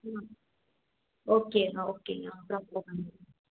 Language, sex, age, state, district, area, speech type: Tamil, female, 18-30, Tamil Nadu, Salem, urban, conversation